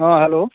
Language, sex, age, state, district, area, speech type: Hindi, male, 30-45, Bihar, Begusarai, rural, conversation